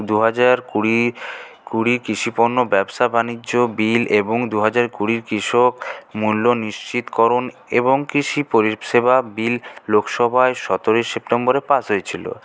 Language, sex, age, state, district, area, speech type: Bengali, male, 18-30, West Bengal, Paschim Bardhaman, rural, spontaneous